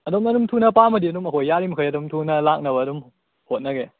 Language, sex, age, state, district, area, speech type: Manipuri, male, 18-30, Manipur, Kakching, rural, conversation